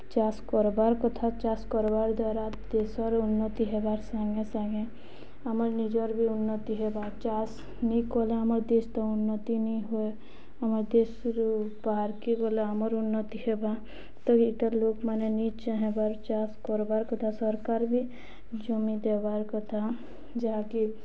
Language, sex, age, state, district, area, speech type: Odia, female, 18-30, Odisha, Balangir, urban, spontaneous